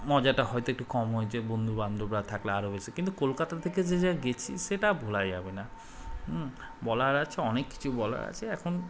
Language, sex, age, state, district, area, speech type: Bengali, male, 18-30, West Bengal, Malda, urban, spontaneous